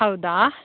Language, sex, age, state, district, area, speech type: Kannada, female, 18-30, Karnataka, Dakshina Kannada, rural, conversation